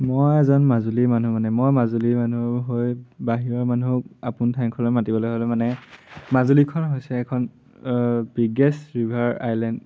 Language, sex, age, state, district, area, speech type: Assamese, male, 18-30, Assam, Majuli, urban, spontaneous